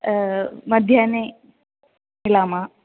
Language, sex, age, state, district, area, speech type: Sanskrit, female, 18-30, Kerala, Thrissur, urban, conversation